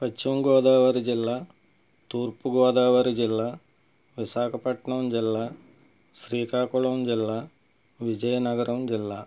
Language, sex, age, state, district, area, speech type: Telugu, male, 60+, Andhra Pradesh, West Godavari, rural, spontaneous